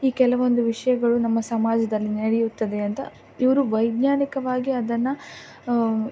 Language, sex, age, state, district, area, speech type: Kannada, female, 18-30, Karnataka, Dakshina Kannada, rural, spontaneous